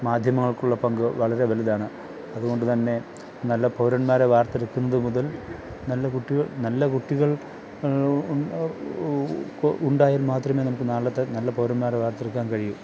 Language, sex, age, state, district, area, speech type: Malayalam, male, 30-45, Kerala, Thiruvananthapuram, rural, spontaneous